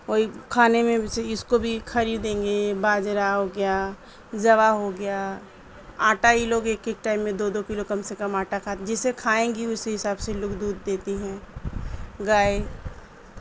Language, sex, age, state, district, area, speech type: Urdu, female, 30-45, Uttar Pradesh, Mirzapur, rural, spontaneous